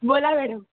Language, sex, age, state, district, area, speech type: Marathi, female, 18-30, Maharashtra, Mumbai Suburban, urban, conversation